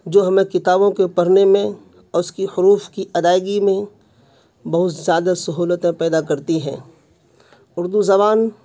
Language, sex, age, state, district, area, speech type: Urdu, male, 45-60, Bihar, Khagaria, urban, spontaneous